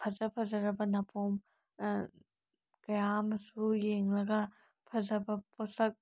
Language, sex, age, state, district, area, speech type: Manipuri, female, 18-30, Manipur, Senapati, rural, spontaneous